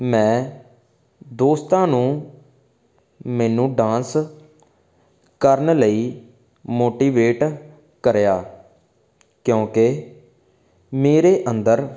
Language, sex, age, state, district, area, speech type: Punjabi, male, 18-30, Punjab, Faridkot, urban, spontaneous